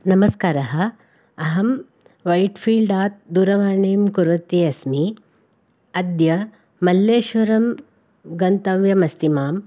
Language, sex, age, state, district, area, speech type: Sanskrit, female, 45-60, Karnataka, Bangalore Urban, urban, spontaneous